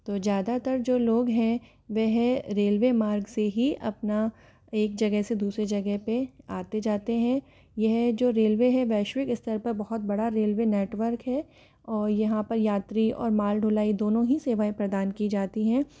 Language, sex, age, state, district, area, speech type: Hindi, female, 45-60, Rajasthan, Jaipur, urban, spontaneous